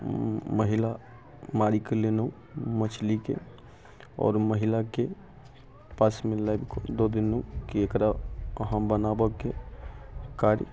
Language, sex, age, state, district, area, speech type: Maithili, male, 30-45, Bihar, Muzaffarpur, rural, spontaneous